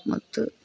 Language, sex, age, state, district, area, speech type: Kannada, female, 45-60, Karnataka, Vijayanagara, rural, spontaneous